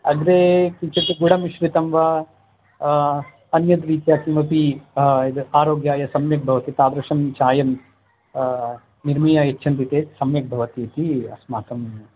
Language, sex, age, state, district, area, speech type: Sanskrit, male, 45-60, Karnataka, Bangalore Urban, urban, conversation